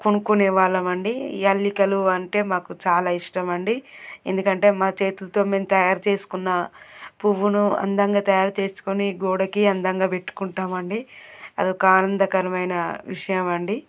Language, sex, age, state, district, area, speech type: Telugu, female, 30-45, Telangana, Peddapalli, urban, spontaneous